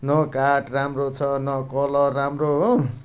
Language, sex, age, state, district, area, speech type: Nepali, male, 45-60, West Bengal, Darjeeling, rural, spontaneous